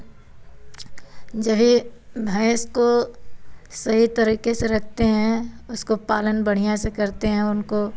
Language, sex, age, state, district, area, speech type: Hindi, female, 45-60, Uttar Pradesh, Varanasi, rural, spontaneous